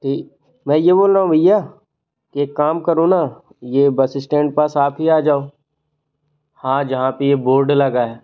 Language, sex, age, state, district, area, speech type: Hindi, male, 18-30, Madhya Pradesh, Jabalpur, urban, spontaneous